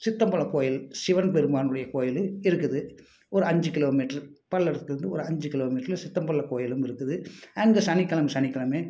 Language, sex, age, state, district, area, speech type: Tamil, male, 45-60, Tamil Nadu, Tiruppur, rural, spontaneous